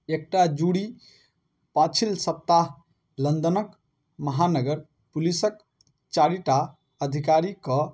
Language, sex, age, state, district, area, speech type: Maithili, male, 18-30, Bihar, Darbhanga, rural, read